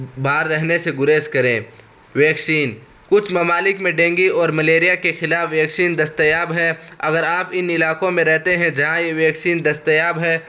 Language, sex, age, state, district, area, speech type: Urdu, male, 18-30, Uttar Pradesh, Saharanpur, urban, spontaneous